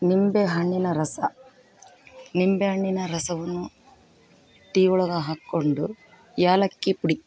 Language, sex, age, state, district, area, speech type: Kannada, female, 45-60, Karnataka, Vijayanagara, rural, spontaneous